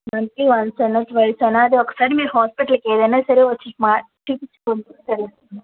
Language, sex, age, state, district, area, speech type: Telugu, female, 30-45, Andhra Pradesh, Nellore, urban, conversation